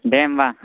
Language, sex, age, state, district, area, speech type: Bodo, male, 18-30, Assam, Kokrajhar, rural, conversation